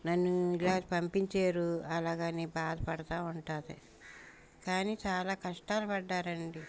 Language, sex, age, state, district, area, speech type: Telugu, female, 60+, Andhra Pradesh, Bapatla, urban, spontaneous